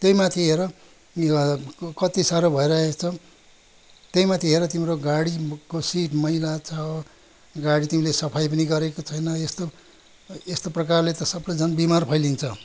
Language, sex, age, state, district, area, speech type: Nepali, male, 60+, West Bengal, Kalimpong, rural, spontaneous